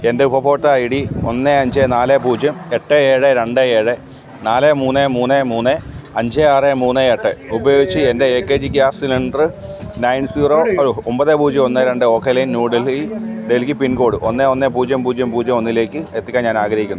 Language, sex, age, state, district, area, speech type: Malayalam, male, 30-45, Kerala, Alappuzha, rural, read